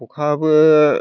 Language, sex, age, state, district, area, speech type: Bodo, male, 60+, Assam, Chirang, rural, spontaneous